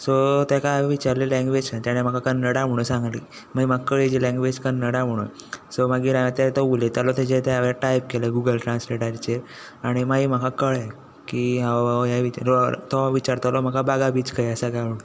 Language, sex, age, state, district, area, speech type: Goan Konkani, male, 18-30, Goa, Tiswadi, rural, spontaneous